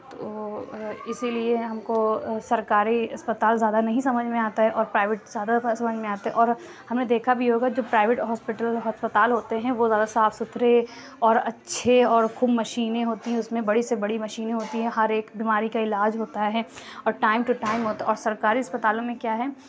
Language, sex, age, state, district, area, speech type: Urdu, female, 18-30, Uttar Pradesh, Lucknow, rural, spontaneous